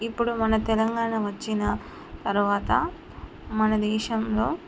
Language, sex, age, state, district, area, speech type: Telugu, female, 45-60, Telangana, Mancherial, rural, spontaneous